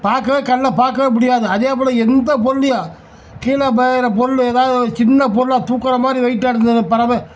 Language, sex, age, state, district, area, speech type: Tamil, male, 60+, Tamil Nadu, Tiruchirappalli, rural, spontaneous